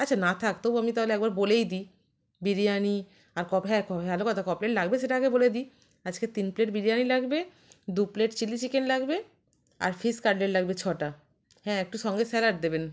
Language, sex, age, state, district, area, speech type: Bengali, female, 30-45, West Bengal, North 24 Parganas, urban, spontaneous